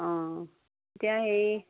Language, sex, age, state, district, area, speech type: Assamese, female, 60+, Assam, Lakhimpur, rural, conversation